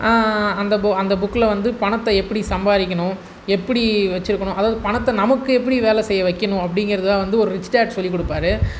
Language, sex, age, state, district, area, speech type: Tamil, male, 18-30, Tamil Nadu, Tiruvannamalai, urban, spontaneous